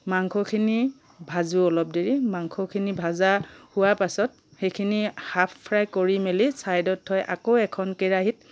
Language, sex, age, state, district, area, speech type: Assamese, female, 45-60, Assam, Charaideo, urban, spontaneous